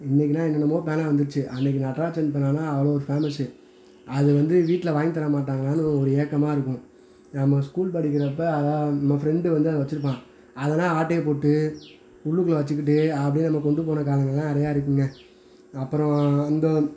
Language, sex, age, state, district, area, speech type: Tamil, male, 30-45, Tamil Nadu, Madurai, rural, spontaneous